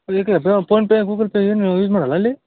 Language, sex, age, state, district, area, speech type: Kannada, male, 18-30, Karnataka, Bellary, rural, conversation